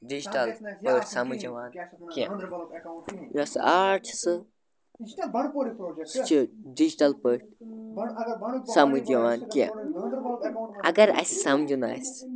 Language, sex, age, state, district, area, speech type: Kashmiri, male, 30-45, Jammu and Kashmir, Bandipora, rural, spontaneous